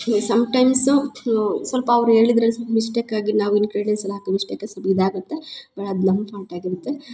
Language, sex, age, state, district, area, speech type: Kannada, female, 30-45, Karnataka, Chikkamagaluru, rural, spontaneous